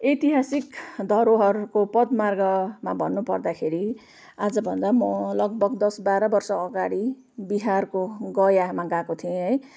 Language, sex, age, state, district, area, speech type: Nepali, female, 45-60, West Bengal, Jalpaiguri, urban, spontaneous